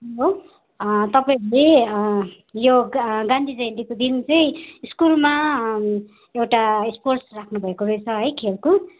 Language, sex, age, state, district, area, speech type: Nepali, female, 45-60, West Bengal, Darjeeling, rural, conversation